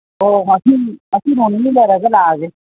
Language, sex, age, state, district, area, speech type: Manipuri, female, 60+, Manipur, Kangpokpi, urban, conversation